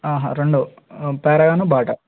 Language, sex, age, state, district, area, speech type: Telugu, male, 18-30, Telangana, Nagarkurnool, urban, conversation